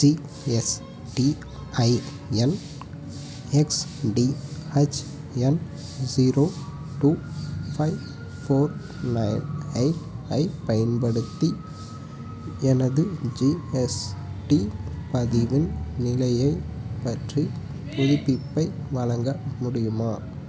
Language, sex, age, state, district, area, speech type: Tamil, male, 18-30, Tamil Nadu, Tiruchirappalli, rural, read